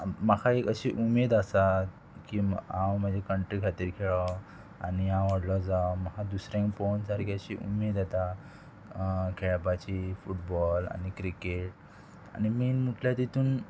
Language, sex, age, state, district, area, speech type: Goan Konkani, male, 18-30, Goa, Murmgao, urban, spontaneous